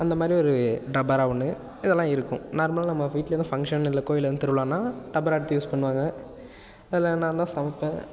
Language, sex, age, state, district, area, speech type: Tamil, male, 18-30, Tamil Nadu, Nagapattinam, urban, spontaneous